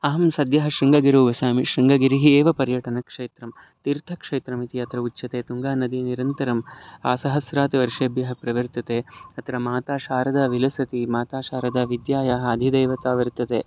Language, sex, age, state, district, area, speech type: Sanskrit, male, 30-45, Karnataka, Bangalore Urban, urban, spontaneous